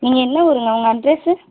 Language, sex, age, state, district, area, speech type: Tamil, female, 30-45, Tamil Nadu, Mayiladuthurai, urban, conversation